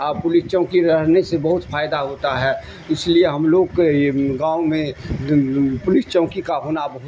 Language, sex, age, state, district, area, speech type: Urdu, male, 60+, Bihar, Darbhanga, rural, spontaneous